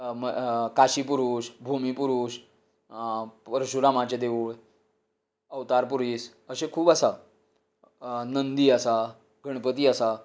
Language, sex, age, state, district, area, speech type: Goan Konkani, male, 45-60, Goa, Canacona, rural, spontaneous